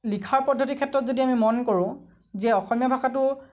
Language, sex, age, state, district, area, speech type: Assamese, male, 18-30, Assam, Lakhimpur, rural, spontaneous